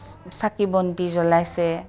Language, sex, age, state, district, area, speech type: Assamese, female, 60+, Assam, Charaideo, urban, spontaneous